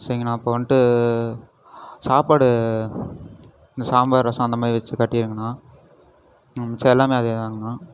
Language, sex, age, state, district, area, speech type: Tamil, male, 18-30, Tamil Nadu, Erode, rural, spontaneous